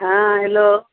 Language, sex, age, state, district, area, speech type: Maithili, female, 45-60, Bihar, Darbhanga, rural, conversation